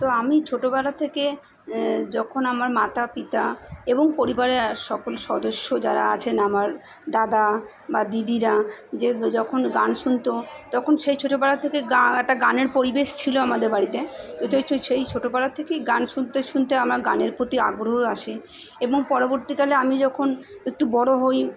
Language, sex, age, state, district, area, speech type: Bengali, female, 30-45, West Bengal, South 24 Parganas, urban, spontaneous